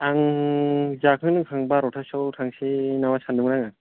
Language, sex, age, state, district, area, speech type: Bodo, male, 18-30, Assam, Chirang, rural, conversation